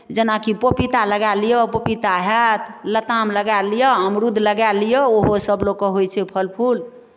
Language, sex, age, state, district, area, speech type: Maithili, female, 45-60, Bihar, Darbhanga, rural, spontaneous